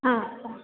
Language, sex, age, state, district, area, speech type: Marathi, female, 18-30, Maharashtra, Kolhapur, rural, conversation